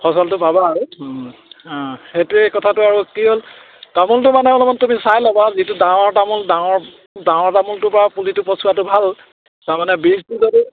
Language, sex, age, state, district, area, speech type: Assamese, male, 60+, Assam, Charaideo, rural, conversation